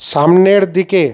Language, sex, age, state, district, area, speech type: Bengali, male, 45-60, West Bengal, Paschim Bardhaman, urban, read